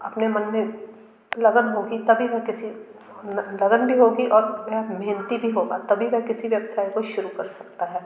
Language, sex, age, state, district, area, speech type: Hindi, female, 60+, Madhya Pradesh, Gwalior, rural, spontaneous